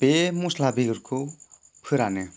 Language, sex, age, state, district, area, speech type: Bodo, male, 18-30, Assam, Kokrajhar, rural, spontaneous